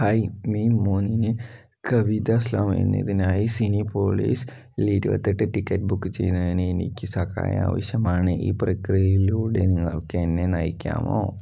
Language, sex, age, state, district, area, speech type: Malayalam, male, 18-30, Kerala, Wayanad, rural, read